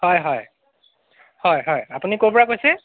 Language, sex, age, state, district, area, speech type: Assamese, male, 30-45, Assam, Sivasagar, urban, conversation